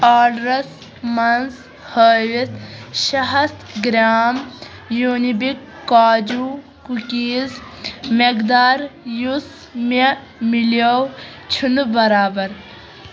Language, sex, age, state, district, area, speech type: Kashmiri, female, 18-30, Jammu and Kashmir, Kulgam, rural, read